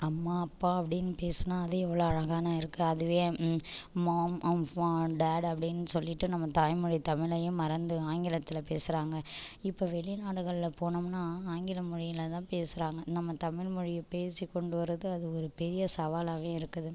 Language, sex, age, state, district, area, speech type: Tamil, female, 60+, Tamil Nadu, Ariyalur, rural, spontaneous